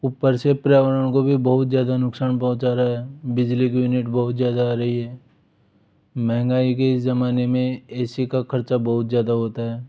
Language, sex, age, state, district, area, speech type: Hindi, male, 18-30, Rajasthan, Jaipur, urban, spontaneous